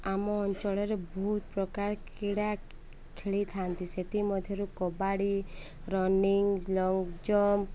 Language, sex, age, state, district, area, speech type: Odia, female, 30-45, Odisha, Koraput, urban, spontaneous